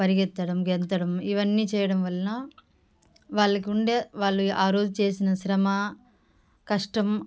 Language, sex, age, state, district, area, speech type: Telugu, female, 30-45, Andhra Pradesh, Sri Balaji, rural, spontaneous